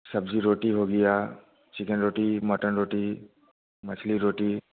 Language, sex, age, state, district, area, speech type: Hindi, male, 30-45, Bihar, Vaishali, rural, conversation